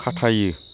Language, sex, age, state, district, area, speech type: Bodo, male, 45-60, Assam, Chirang, rural, spontaneous